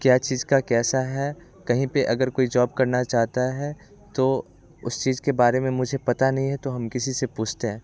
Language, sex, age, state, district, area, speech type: Hindi, male, 18-30, Bihar, Muzaffarpur, urban, spontaneous